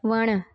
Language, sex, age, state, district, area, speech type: Sindhi, female, 30-45, Gujarat, Surat, urban, read